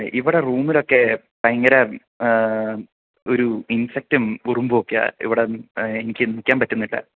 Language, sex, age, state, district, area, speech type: Malayalam, male, 18-30, Kerala, Idukki, rural, conversation